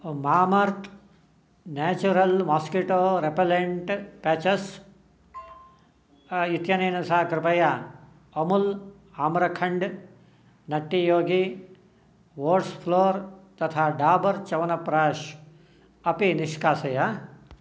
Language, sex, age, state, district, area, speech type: Sanskrit, male, 60+, Karnataka, Shimoga, urban, read